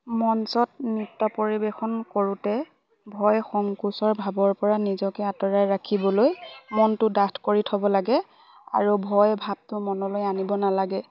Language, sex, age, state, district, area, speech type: Assamese, female, 18-30, Assam, Lakhimpur, rural, spontaneous